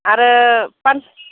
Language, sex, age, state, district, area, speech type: Bodo, female, 30-45, Assam, Baksa, rural, conversation